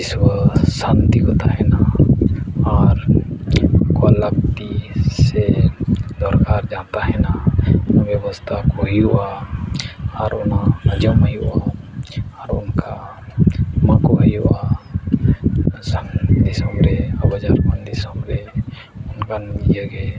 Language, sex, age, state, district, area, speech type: Santali, male, 30-45, Jharkhand, East Singhbhum, rural, spontaneous